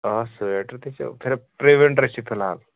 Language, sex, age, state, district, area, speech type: Kashmiri, male, 30-45, Jammu and Kashmir, Pulwama, urban, conversation